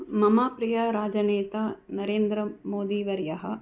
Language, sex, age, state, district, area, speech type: Sanskrit, female, 45-60, Tamil Nadu, Chennai, urban, spontaneous